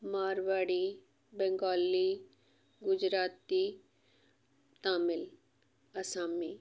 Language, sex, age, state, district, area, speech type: Punjabi, female, 45-60, Punjab, Amritsar, urban, spontaneous